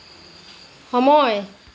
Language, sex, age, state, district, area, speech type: Assamese, female, 45-60, Assam, Lakhimpur, rural, read